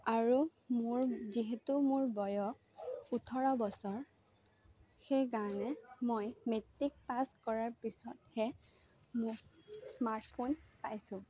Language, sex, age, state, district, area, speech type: Assamese, female, 18-30, Assam, Sonitpur, rural, spontaneous